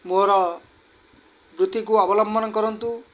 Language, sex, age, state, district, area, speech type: Odia, male, 45-60, Odisha, Kendrapara, urban, spontaneous